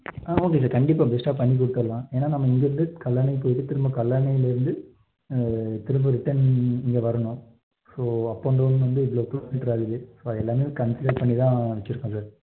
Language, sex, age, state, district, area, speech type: Tamil, male, 18-30, Tamil Nadu, Erode, rural, conversation